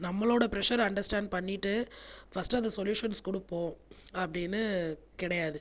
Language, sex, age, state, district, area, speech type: Tamil, female, 30-45, Tamil Nadu, Viluppuram, urban, spontaneous